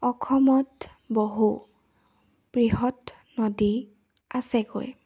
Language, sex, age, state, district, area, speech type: Assamese, female, 18-30, Assam, Charaideo, urban, spontaneous